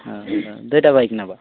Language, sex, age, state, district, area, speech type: Odia, male, 18-30, Odisha, Nabarangpur, urban, conversation